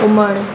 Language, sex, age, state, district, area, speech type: Goan Konkani, female, 18-30, Goa, Murmgao, urban, spontaneous